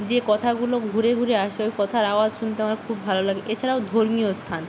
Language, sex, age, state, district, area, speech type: Bengali, female, 18-30, West Bengal, Purba Medinipur, rural, spontaneous